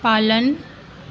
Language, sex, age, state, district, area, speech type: Hindi, female, 30-45, Madhya Pradesh, Chhindwara, urban, read